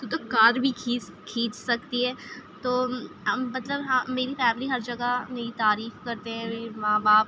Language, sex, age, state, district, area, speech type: Urdu, female, 18-30, Delhi, Central Delhi, rural, spontaneous